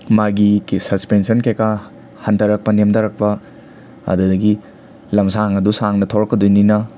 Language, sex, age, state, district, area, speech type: Manipuri, male, 30-45, Manipur, Imphal West, urban, spontaneous